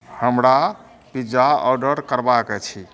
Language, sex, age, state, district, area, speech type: Maithili, male, 60+, Bihar, Madhepura, urban, read